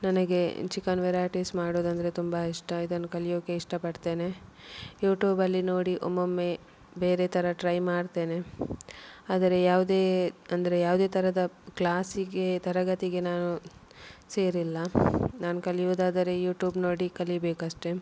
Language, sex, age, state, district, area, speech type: Kannada, female, 30-45, Karnataka, Udupi, rural, spontaneous